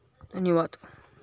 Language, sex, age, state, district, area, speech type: Marathi, male, 18-30, Maharashtra, Hingoli, urban, spontaneous